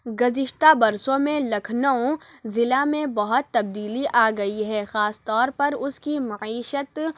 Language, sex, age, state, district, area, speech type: Urdu, female, 30-45, Uttar Pradesh, Lucknow, urban, spontaneous